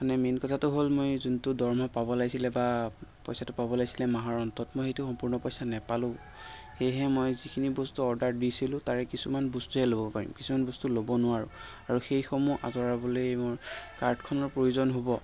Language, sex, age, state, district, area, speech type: Assamese, male, 30-45, Assam, Biswanath, rural, spontaneous